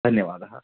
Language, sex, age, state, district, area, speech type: Sanskrit, male, 30-45, Karnataka, Bangalore Urban, urban, conversation